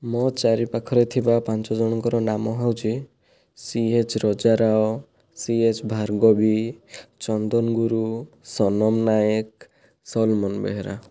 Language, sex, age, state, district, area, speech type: Odia, male, 30-45, Odisha, Kandhamal, rural, spontaneous